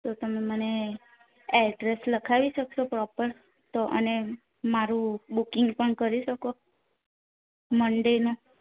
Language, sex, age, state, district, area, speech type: Gujarati, female, 18-30, Gujarat, Ahmedabad, urban, conversation